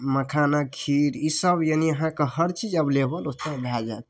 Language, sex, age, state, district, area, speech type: Maithili, male, 18-30, Bihar, Darbhanga, rural, spontaneous